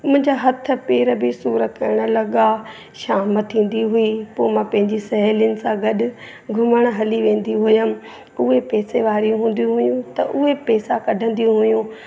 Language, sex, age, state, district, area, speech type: Sindhi, female, 30-45, Madhya Pradesh, Katni, rural, spontaneous